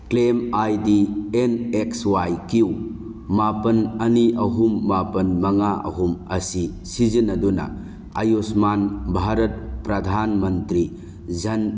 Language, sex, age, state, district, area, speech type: Manipuri, male, 45-60, Manipur, Churachandpur, rural, read